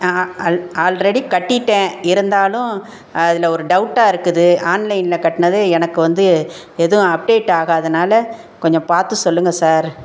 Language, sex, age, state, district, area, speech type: Tamil, female, 60+, Tamil Nadu, Tiruchirappalli, rural, spontaneous